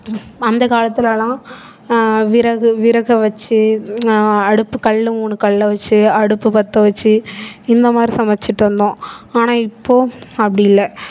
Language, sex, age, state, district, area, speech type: Tamil, female, 18-30, Tamil Nadu, Mayiladuthurai, urban, spontaneous